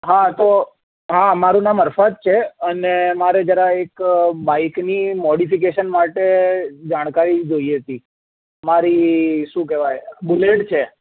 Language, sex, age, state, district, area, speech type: Gujarati, male, 18-30, Gujarat, Ahmedabad, urban, conversation